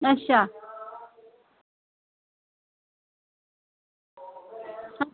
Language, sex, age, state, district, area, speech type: Dogri, female, 30-45, Jammu and Kashmir, Samba, rural, conversation